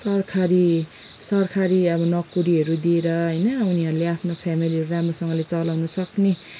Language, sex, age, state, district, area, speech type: Nepali, female, 30-45, West Bengal, Kalimpong, rural, spontaneous